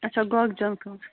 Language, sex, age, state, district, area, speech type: Kashmiri, female, 30-45, Jammu and Kashmir, Bandipora, rural, conversation